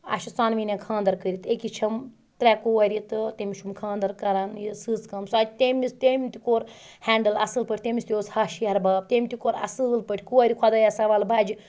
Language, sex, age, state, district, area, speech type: Kashmiri, female, 18-30, Jammu and Kashmir, Ganderbal, rural, spontaneous